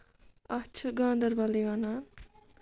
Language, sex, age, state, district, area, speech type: Kashmiri, female, 45-60, Jammu and Kashmir, Ganderbal, rural, spontaneous